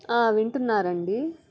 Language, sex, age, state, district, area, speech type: Telugu, female, 30-45, Andhra Pradesh, Bapatla, rural, spontaneous